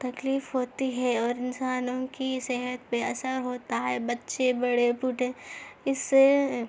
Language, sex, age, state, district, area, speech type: Urdu, female, 18-30, Telangana, Hyderabad, urban, spontaneous